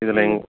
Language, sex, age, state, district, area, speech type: Tamil, male, 30-45, Tamil Nadu, Erode, rural, conversation